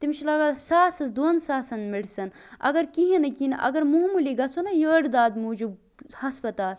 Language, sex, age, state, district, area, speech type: Kashmiri, female, 18-30, Jammu and Kashmir, Bandipora, rural, spontaneous